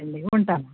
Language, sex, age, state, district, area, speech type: Telugu, female, 60+, Andhra Pradesh, Konaseema, rural, conversation